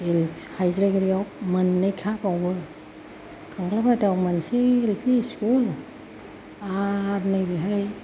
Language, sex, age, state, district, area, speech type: Bodo, female, 60+, Assam, Kokrajhar, urban, spontaneous